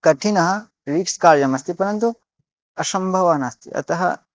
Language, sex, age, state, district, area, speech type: Sanskrit, male, 18-30, Odisha, Bargarh, rural, spontaneous